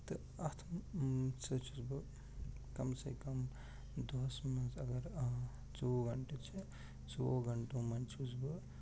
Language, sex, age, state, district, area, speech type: Kashmiri, male, 18-30, Jammu and Kashmir, Ganderbal, rural, spontaneous